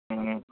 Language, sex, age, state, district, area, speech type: Odia, male, 18-30, Odisha, Nuapada, urban, conversation